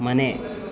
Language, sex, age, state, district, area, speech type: Kannada, male, 18-30, Karnataka, Kolar, rural, read